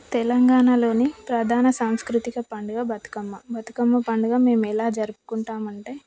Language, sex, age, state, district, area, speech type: Telugu, female, 18-30, Telangana, Karimnagar, rural, spontaneous